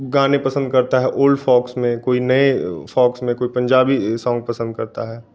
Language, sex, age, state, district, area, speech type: Hindi, male, 18-30, Delhi, New Delhi, urban, spontaneous